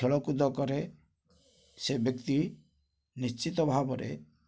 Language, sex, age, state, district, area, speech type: Odia, male, 45-60, Odisha, Kendrapara, urban, spontaneous